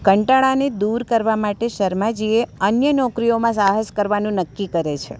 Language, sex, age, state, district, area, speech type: Gujarati, female, 60+, Gujarat, Surat, urban, read